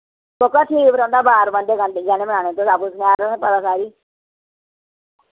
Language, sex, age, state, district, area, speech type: Dogri, female, 60+, Jammu and Kashmir, Reasi, rural, conversation